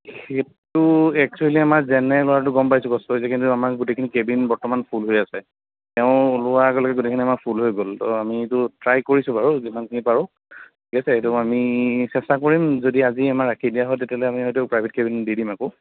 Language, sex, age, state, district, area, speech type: Assamese, male, 30-45, Assam, Sonitpur, urban, conversation